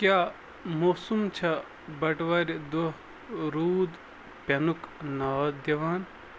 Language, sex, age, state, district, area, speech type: Kashmiri, male, 45-60, Jammu and Kashmir, Bandipora, rural, read